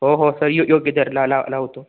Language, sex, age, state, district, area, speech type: Marathi, male, 18-30, Maharashtra, Satara, urban, conversation